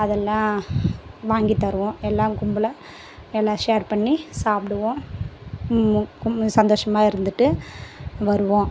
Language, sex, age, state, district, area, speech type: Tamil, female, 18-30, Tamil Nadu, Tiruvannamalai, rural, spontaneous